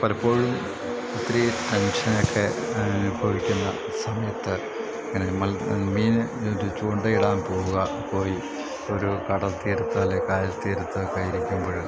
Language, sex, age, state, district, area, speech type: Malayalam, male, 60+, Kerala, Idukki, rural, spontaneous